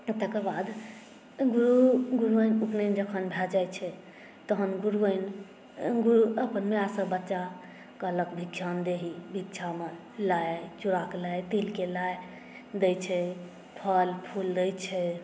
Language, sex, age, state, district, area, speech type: Maithili, female, 18-30, Bihar, Saharsa, urban, spontaneous